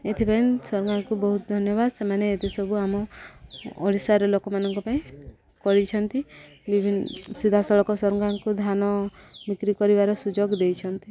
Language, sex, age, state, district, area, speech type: Odia, female, 30-45, Odisha, Subarnapur, urban, spontaneous